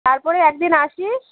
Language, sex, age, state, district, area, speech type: Bengali, female, 30-45, West Bengal, Alipurduar, rural, conversation